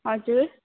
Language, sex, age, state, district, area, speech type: Nepali, female, 18-30, West Bengal, Darjeeling, rural, conversation